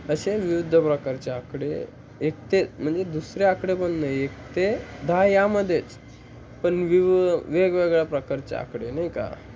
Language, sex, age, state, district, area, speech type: Marathi, male, 18-30, Maharashtra, Ahmednagar, rural, spontaneous